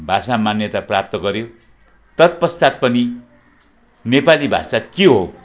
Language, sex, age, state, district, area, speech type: Nepali, male, 60+, West Bengal, Jalpaiguri, rural, spontaneous